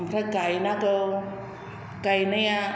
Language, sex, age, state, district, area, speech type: Bodo, female, 60+, Assam, Chirang, rural, spontaneous